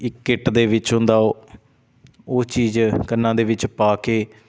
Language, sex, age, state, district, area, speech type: Punjabi, male, 30-45, Punjab, Shaheed Bhagat Singh Nagar, rural, spontaneous